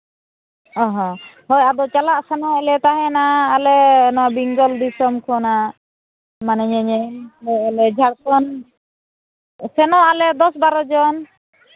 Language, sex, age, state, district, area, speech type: Santali, female, 30-45, Jharkhand, East Singhbhum, rural, conversation